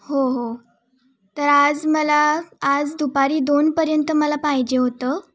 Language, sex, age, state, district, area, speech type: Marathi, female, 18-30, Maharashtra, Sangli, urban, spontaneous